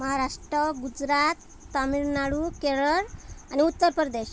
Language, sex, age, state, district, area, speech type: Marathi, female, 30-45, Maharashtra, Amravati, urban, spontaneous